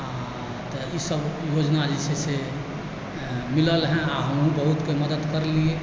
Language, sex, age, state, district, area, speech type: Maithili, male, 45-60, Bihar, Supaul, rural, spontaneous